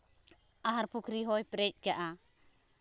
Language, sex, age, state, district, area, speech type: Santali, female, 30-45, Jharkhand, Seraikela Kharsawan, rural, spontaneous